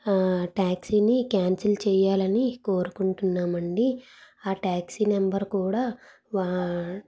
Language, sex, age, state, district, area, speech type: Telugu, female, 30-45, Andhra Pradesh, Anakapalli, urban, spontaneous